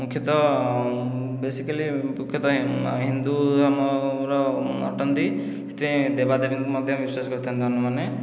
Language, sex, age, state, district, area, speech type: Odia, male, 18-30, Odisha, Khordha, rural, spontaneous